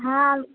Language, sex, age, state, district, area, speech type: Maithili, female, 18-30, Bihar, Sitamarhi, rural, conversation